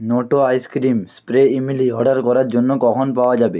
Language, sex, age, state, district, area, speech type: Bengali, male, 18-30, West Bengal, Purba Medinipur, rural, read